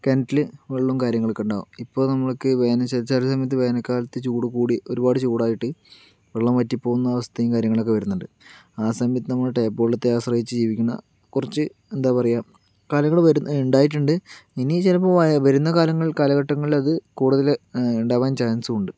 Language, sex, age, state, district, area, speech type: Malayalam, male, 45-60, Kerala, Palakkad, rural, spontaneous